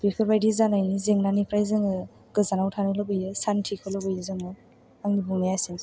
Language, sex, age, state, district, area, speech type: Bodo, female, 18-30, Assam, Chirang, urban, spontaneous